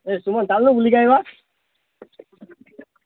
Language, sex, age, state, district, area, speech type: Odia, male, 30-45, Odisha, Malkangiri, urban, conversation